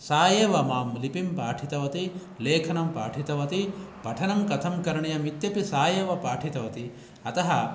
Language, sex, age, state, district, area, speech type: Sanskrit, male, 45-60, Karnataka, Bangalore Urban, urban, spontaneous